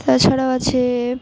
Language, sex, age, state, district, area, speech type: Bengali, female, 60+, West Bengal, Purba Bardhaman, urban, spontaneous